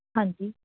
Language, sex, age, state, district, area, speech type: Punjabi, female, 18-30, Punjab, Mansa, urban, conversation